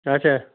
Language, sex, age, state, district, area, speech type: Kashmiri, male, 30-45, Jammu and Kashmir, Anantnag, rural, conversation